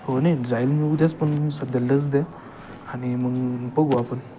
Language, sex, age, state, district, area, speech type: Marathi, male, 18-30, Maharashtra, Ahmednagar, rural, spontaneous